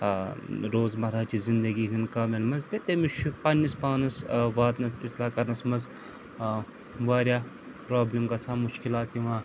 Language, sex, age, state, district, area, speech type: Kashmiri, male, 30-45, Jammu and Kashmir, Srinagar, urban, spontaneous